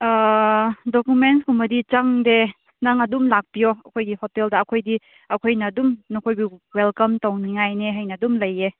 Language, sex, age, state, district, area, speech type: Manipuri, female, 18-30, Manipur, Chandel, rural, conversation